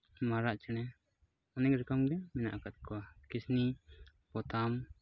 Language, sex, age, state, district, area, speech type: Santali, male, 30-45, West Bengal, Purulia, rural, spontaneous